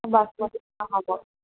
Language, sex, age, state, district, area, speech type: Assamese, female, 30-45, Assam, Golaghat, urban, conversation